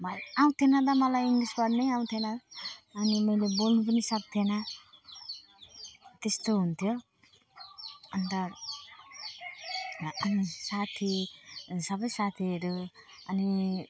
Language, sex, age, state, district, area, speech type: Nepali, female, 45-60, West Bengal, Alipurduar, rural, spontaneous